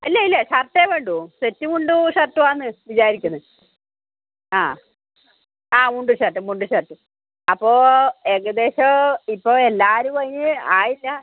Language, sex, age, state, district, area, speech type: Malayalam, female, 30-45, Kerala, Kannur, rural, conversation